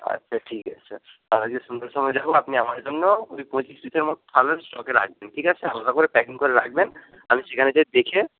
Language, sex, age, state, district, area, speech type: Bengali, male, 60+, West Bengal, Jhargram, rural, conversation